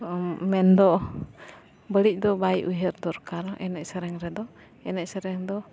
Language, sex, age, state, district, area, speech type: Santali, female, 18-30, Jharkhand, Bokaro, rural, spontaneous